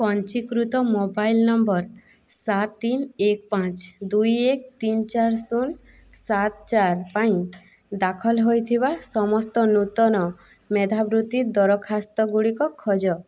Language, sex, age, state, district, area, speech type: Odia, female, 18-30, Odisha, Boudh, rural, read